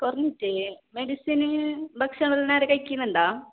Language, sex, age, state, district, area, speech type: Malayalam, female, 18-30, Kerala, Kasaragod, rural, conversation